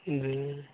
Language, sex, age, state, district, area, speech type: Maithili, male, 30-45, Bihar, Sitamarhi, rural, conversation